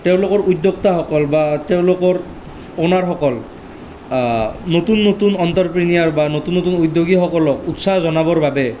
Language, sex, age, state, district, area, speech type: Assamese, male, 18-30, Assam, Nalbari, rural, spontaneous